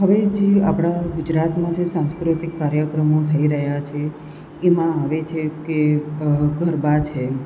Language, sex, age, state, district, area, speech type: Gujarati, female, 45-60, Gujarat, Surat, urban, spontaneous